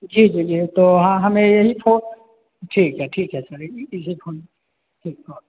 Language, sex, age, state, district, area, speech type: Hindi, male, 18-30, Bihar, Begusarai, rural, conversation